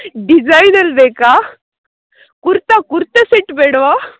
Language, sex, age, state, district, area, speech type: Kannada, female, 18-30, Karnataka, Uttara Kannada, rural, conversation